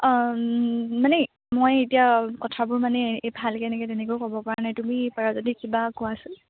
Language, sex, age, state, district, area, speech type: Assamese, female, 18-30, Assam, Dibrugarh, rural, conversation